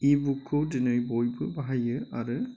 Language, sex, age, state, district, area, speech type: Bodo, male, 30-45, Assam, Chirang, rural, spontaneous